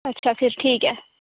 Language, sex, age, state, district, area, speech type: Dogri, female, 18-30, Jammu and Kashmir, Kathua, rural, conversation